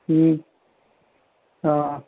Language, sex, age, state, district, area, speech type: Gujarati, male, 60+, Gujarat, Anand, urban, conversation